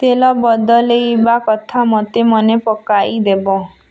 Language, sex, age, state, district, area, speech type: Odia, female, 18-30, Odisha, Bargarh, urban, read